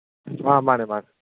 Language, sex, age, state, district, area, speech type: Manipuri, male, 18-30, Manipur, Kangpokpi, urban, conversation